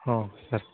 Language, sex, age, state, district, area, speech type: Odia, male, 18-30, Odisha, Koraput, urban, conversation